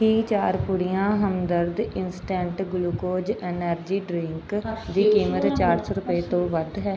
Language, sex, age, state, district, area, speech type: Punjabi, female, 30-45, Punjab, Bathinda, rural, read